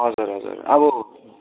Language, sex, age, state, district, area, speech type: Nepali, male, 18-30, West Bengal, Darjeeling, rural, conversation